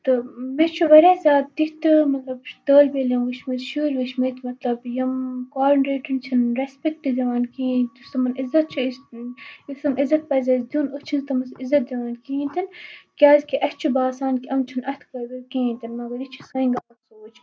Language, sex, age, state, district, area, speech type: Kashmiri, female, 18-30, Jammu and Kashmir, Baramulla, urban, spontaneous